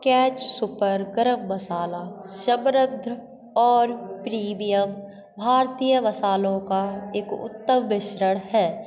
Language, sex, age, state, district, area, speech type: Hindi, female, 18-30, Madhya Pradesh, Hoshangabad, urban, spontaneous